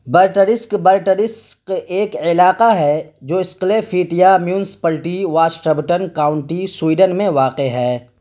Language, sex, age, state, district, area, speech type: Urdu, male, 30-45, Bihar, Darbhanga, urban, read